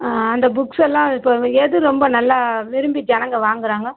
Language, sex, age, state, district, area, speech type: Tamil, female, 30-45, Tamil Nadu, Madurai, urban, conversation